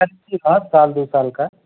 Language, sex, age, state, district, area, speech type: Maithili, male, 18-30, Bihar, Madhubani, rural, conversation